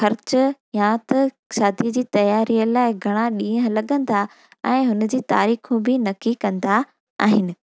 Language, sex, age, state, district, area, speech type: Sindhi, female, 18-30, Gujarat, Junagadh, rural, spontaneous